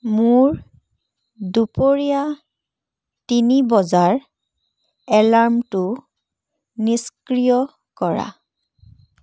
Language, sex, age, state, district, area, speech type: Assamese, female, 18-30, Assam, Charaideo, urban, read